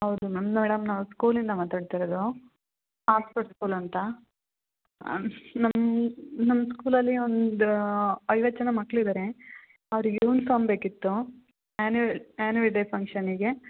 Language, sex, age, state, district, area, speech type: Kannada, female, 30-45, Karnataka, Hassan, rural, conversation